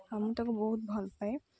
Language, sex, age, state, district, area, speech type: Odia, female, 18-30, Odisha, Jagatsinghpur, rural, spontaneous